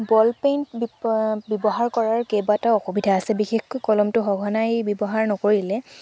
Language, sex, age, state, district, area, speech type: Assamese, female, 18-30, Assam, Sivasagar, rural, spontaneous